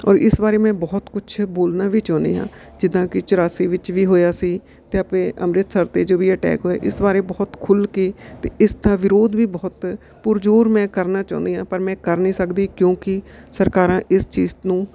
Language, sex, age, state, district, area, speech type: Punjabi, female, 45-60, Punjab, Bathinda, urban, spontaneous